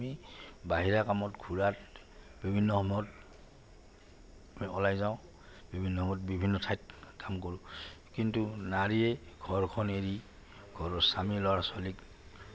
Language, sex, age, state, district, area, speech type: Assamese, male, 60+, Assam, Goalpara, urban, spontaneous